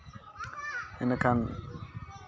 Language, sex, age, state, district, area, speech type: Santali, male, 18-30, West Bengal, Purulia, rural, spontaneous